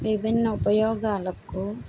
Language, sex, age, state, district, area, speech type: Telugu, female, 30-45, Andhra Pradesh, N T Rama Rao, urban, spontaneous